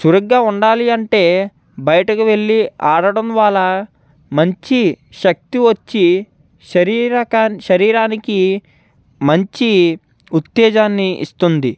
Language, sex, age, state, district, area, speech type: Telugu, male, 18-30, Andhra Pradesh, Konaseema, rural, spontaneous